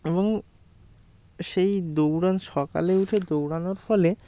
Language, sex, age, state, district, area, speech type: Bengali, male, 18-30, West Bengal, Birbhum, urban, spontaneous